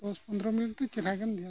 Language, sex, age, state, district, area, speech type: Santali, male, 45-60, Odisha, Mayurbhanj, rural, spontaneous